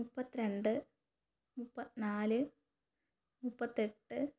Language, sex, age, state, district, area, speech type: Malayalam, female, 30-45, Kerala, Thiruvananthapuram, rural, spontaneous